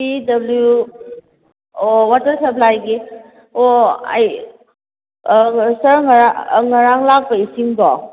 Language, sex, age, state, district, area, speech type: Manipuri, female, 30-45, Manipur, Kakching, rural, conversation